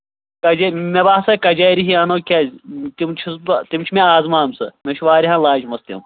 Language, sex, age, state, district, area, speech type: Kashmiri, male, 30-45, Jammu and Kashmir, Anantnag, rural, conversation